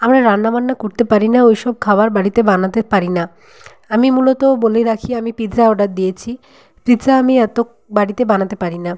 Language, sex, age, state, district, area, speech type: Bengali, female, 18-30, West Bengal, Nadia, rural, spontaneous